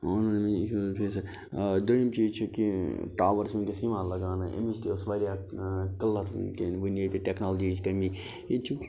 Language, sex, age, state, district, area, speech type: Kashmiri, male, 30-45, Jammu and Kashmir, Budgam, rural, spontaneous